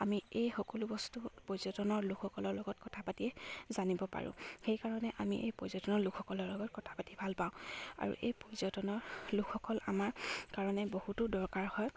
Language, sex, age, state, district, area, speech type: Assamese, female, 18-30, Assam, Charaideo, rural, spontaneous